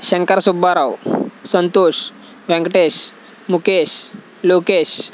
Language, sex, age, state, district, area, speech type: Telugu, male, 18-30, Andhra Pradesh, West Godavari, rural, spontaneous